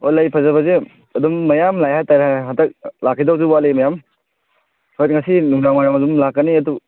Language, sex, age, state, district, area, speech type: Manipuri, male, 18-30, Manipur, Kangpokpi, urban, conversation